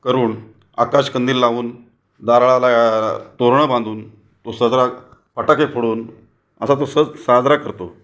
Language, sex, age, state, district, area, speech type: Marathi, male, 45-60, Maharashtra, Raigad, rural, spontaneous